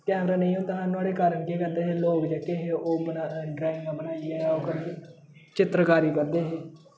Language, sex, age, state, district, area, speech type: Dogri, male, 18-30, Jammu and Kashmir, Udhampur, rural, spontaneous